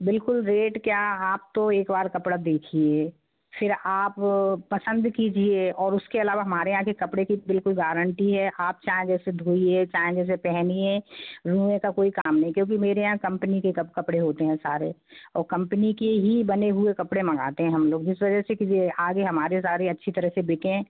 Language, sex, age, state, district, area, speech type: Hindi, female, 60+, Madhya Pradesh, Gwalior, urban, conversation